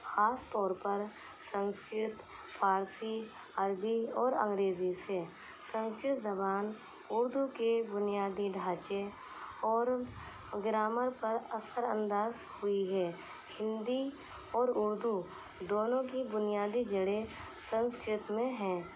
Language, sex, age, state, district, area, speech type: Urdu, female, 18-30, Delhi, East Delhi, urban, spontaneous